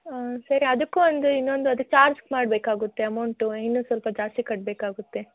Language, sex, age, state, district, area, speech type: Kannada, female, 18-30, Karnataka, Chikkaballapur, rural, conversation